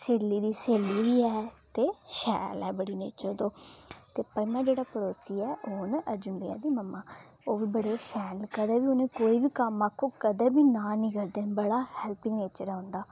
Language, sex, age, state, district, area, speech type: Dogri, female, 18-30, Jammu and Kashmir, Udhampur, rural, spontaneous